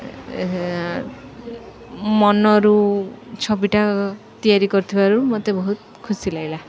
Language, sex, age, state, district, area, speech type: Odia, female, 30-45, Odisha, Sundergarh, urban, spontaneous